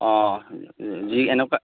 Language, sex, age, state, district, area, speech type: Assamese, male, 30-45, Assam, Majuli, urban, conversation